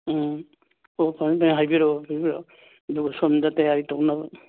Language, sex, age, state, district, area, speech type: Manipuri, male, 60+, Manipur, Churachandpur, urban, conversation